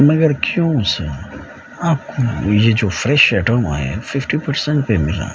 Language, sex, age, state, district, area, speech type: Urdu, male, 45-60, Telangana, Hyderabad, urban, spontaneous